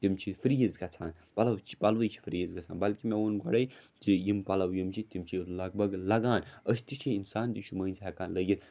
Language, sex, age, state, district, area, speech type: Kashmiri, male, 30-45, Jammu and Kashmir, Srinagar, urban, spontaneous